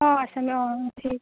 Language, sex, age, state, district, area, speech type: Assamese, female, 30-45, Assam, Charaideo, urban, conversation